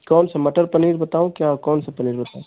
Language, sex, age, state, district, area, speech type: Hindi, male, 30-45, Uttar Pradesh, Ghazipur, rural, conversation